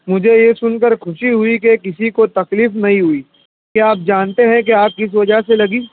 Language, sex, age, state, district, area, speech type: Urdu, male, 60+, Maharashtra, Nashik, rural, conversation